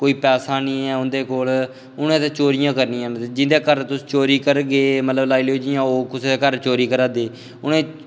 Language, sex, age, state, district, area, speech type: Dogri, male, 18-30, Jammu and Kashmir, Kathua, rural, spontaneous